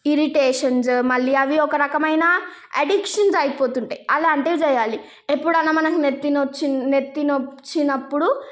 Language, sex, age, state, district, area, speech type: Telugu, female, 18-30, Telangana, Nizamabad, rural, spontaneous